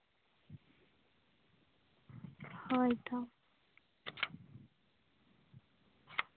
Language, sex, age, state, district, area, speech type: Santali, female, 18-30, Jharkhand, Seraikela Kharsawan, rural, conversation